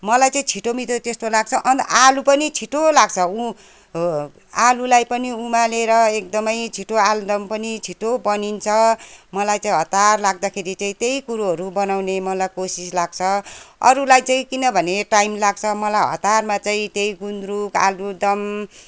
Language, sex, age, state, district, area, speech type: Nepali, female, 60+, West Bengal, Kalimpong, rural, spontaneous